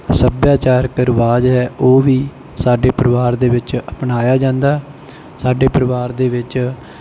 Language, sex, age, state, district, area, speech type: Punjabi, male, 18-30, Punjab, Bathinda, rural, spontaneous